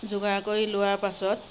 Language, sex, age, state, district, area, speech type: Assamese, female, 30-45, Assam, Sivasagar, rural, spontaneous